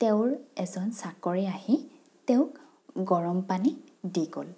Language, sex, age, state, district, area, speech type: Assamese, female, 18-30, Assam, Morigaon, rural, spontaneous